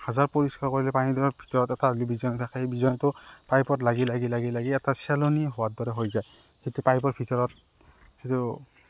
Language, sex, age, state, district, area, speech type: Assamese, male, 30-45, Assam, Morigaon, rural, spontaneous